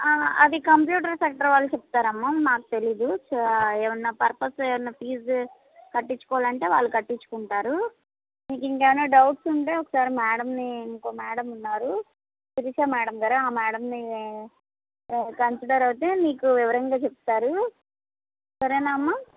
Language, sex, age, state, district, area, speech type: Telugu, female, 30-45, Andhra Pradesh, Palnadu, urban, conversation